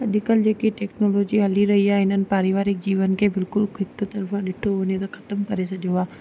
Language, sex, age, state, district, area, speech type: Sindhi, female, 30-45, Rajasthan, Ajmer, urban, spontaneous